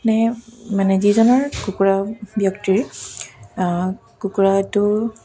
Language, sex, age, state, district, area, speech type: Assamese, female, 30-45, Assam, Dibrugarh, rural, spontaneous